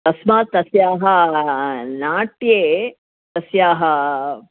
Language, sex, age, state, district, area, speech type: Sanskrit, female, 60+, Tamil Nadu, Chennai, urban, conversation